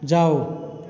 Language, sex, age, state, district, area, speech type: Hindi, male, 45-60, Uttar Pradesh, Azamgarh, rural, read